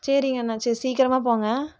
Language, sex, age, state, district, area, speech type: Tamil, female, 18-30, Tamil Nadu, Erode, rural, spontaneous